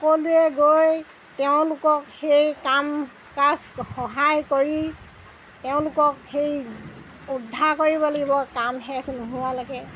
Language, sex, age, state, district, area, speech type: Assamese, female, 60+, Assam, Golaghat, urban, spontaneous